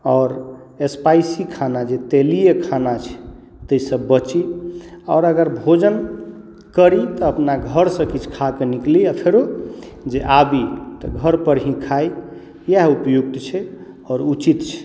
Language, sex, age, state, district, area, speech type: Maithili, male, 30-45, Bihar, Madhubani, rural, spontaneous